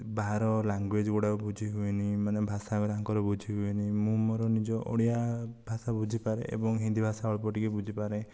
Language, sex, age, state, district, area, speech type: Odia, male, 18-30, Odisha, Kandhamal, rural, spontaneous